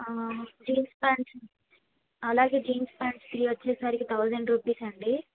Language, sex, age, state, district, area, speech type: Telugu, female, 18-30, Andhra Pradesh, Bapatla, urban, conversation